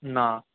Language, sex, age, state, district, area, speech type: Bengali, male, 18-30, West Bengal, Paschim Bardhaman, rural, conversation